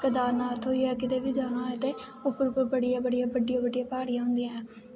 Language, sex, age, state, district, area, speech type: Dogri, female, 18-30, Jammu and Kashmir, Kathua, rural, spontaneous